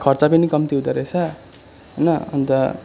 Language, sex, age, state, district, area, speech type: Nepali, male, 18-30, West Bengal, Darjeeling, rural, spontaneous